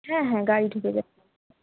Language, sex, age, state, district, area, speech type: Bengali, female, 18-30, West Bengal, Birbhum, urban, conversation